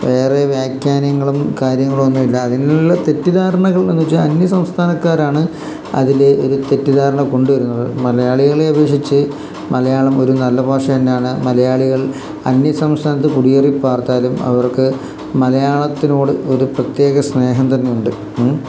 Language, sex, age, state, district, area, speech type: Malayalam, male, 45-60, Kerala, Palakkad, rural, spontaneous